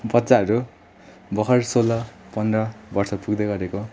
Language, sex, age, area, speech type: Nepali, male, 18-30, rural, spontaneous